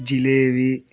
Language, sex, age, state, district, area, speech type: Telugu, male, 18-30, Andhra Pradesh, Bapatla, rural, spontaneous